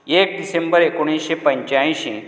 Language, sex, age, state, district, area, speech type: Goan Konkani, male, 60+, Goa, Canacona, rural, spontaneous